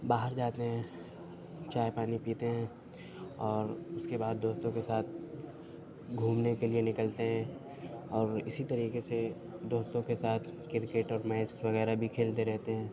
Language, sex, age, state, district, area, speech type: Urdu, male, 45-60, Uttar Pradesh, Aligarh, rural, spontaneous